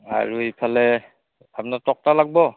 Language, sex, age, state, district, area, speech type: Assamese, male, 30-45, Assam, Udalguri, rural, conversation